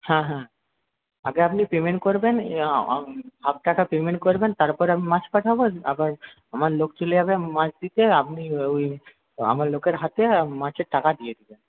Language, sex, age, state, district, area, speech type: Bengali, male, 18-30, West Bengal, Paschim Medinipur, rural, conversation